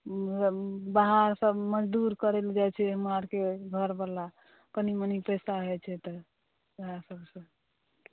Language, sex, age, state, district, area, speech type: Maithili, female, 45-60, Bihar, Saharsa, rural, conversation